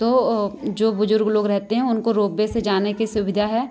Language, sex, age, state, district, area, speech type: Hindi, female, 18-30, Madhya Pradesh, Katni, urban, spontaneous